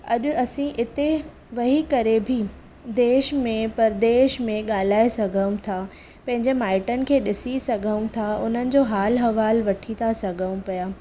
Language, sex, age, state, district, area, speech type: Sindhi, female, 18-30, Maharashtra, Mumbai Suburban, rural, spontaneous